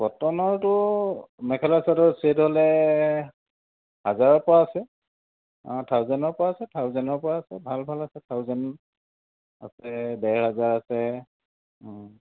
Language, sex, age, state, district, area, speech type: Assamese, male, 45-60, Assam, Sonitpur, urban, conversation